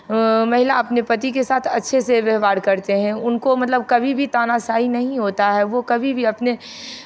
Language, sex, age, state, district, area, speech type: Hindi, female, 45-60, Bihar, Begusarai, rural, spontaneous